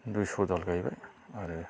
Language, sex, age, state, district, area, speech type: Bodo, male, 45-60, Assam, Baksa, rural, spontaneous